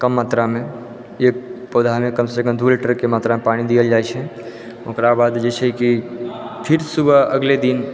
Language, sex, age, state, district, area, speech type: Maithili, male, 18-30, Bihar, Purnia, rural, spontaneous